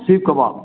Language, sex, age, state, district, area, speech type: Hindi, male, 45-60, Madhya Pradesh, Gwalior, rural, conversation